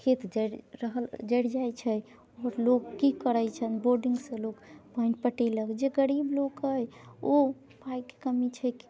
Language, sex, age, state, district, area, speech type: Maithili, female, 30-45, Bihar, Muzaffarpur, rural, spontaneous